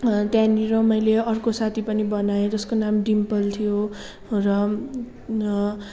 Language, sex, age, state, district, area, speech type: Nepali, female, 18-30, West Bengal, Kalimpong, rural, spontaneous